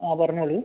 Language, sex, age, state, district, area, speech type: Malayalam, male, 18-30, Kerala, Kasaragod, urban, conversation